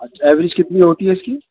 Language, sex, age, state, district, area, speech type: Urdu, male, 30-45, Delhi, Central Delhi, urban, conversation